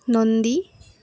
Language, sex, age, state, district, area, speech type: Assamese, female, 18-30, Assam, Goalpara, urban, spontaneous